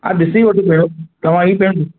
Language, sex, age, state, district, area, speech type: Sindhi, male, 45-60, Maharashtra, Mumbai Suburban, urban, conversation